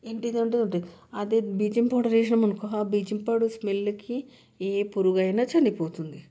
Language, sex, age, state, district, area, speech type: Telugu, female, 30-45, Telangana, Medchal, urban, spontaneous